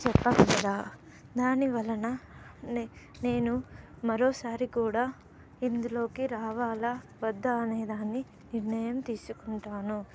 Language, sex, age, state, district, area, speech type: Telugu, female, 18-30, Telangana, Nizamabad, urban, spontaneous